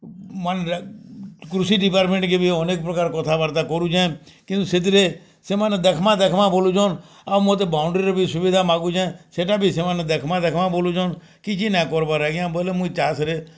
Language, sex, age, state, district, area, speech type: Odia, male, 60+, Odisha, Bargarh, urban, spontaneous